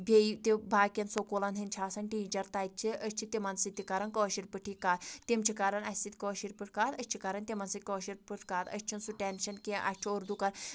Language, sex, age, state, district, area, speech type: Kashmiri, female, 18-30, Jammu and Kashmir, Anantnag, rural, spontaneous